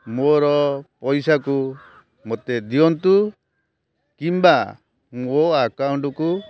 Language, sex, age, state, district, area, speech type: Odia, male, 60+, Odisha, Kendrapara, urban, spontaneous